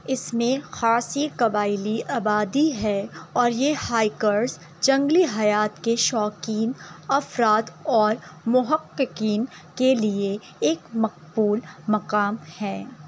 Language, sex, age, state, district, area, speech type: Urdu, female, 18-30, Uttar Pradesh, Shahjahanpur, rural, read